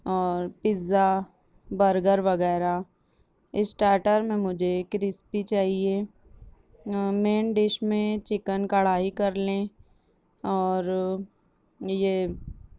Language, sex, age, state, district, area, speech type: Urdu, female, 18-30, Maharashtra, Nashik, urban, spontaneous